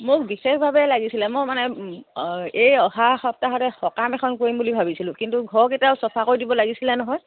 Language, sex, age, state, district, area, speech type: Assamese, female, 60+, Assam, Dibrugarh, rural, conversation